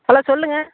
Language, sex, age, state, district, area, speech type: Tamil, female, 60+, Tamil Nadu, Ariyalur, rural, conversation